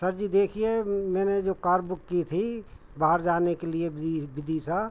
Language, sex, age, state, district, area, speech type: Hindi, male, 45-60, Madhya Pradesh, Hoshangabad, rural, spontaneous